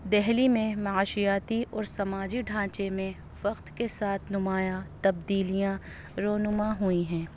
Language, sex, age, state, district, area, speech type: Urdu, female, 30-45, Delhi, North East Delhi, urban, spontaneous